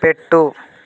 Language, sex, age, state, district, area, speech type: Telugu, male, 18-30, Andhra Pradesh, Kakinada, rural, read